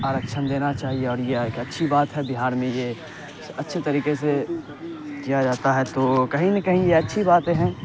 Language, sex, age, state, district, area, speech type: Urdu, male, 18-30, Bihar, Saharsa, urban, spontaneous